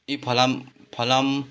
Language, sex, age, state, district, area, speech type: Nepali, male, 18-30, West Bengal, Kalimpong, rural, spontaneous